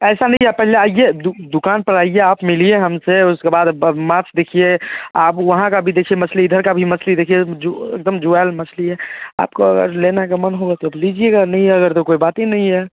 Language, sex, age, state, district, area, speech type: Hindi, male, 30-45, Bihar, Darbhanga, rural, conversation